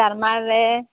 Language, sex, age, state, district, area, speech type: Odia, female, 45-60, Odisha, Sambalpur, rural, conversation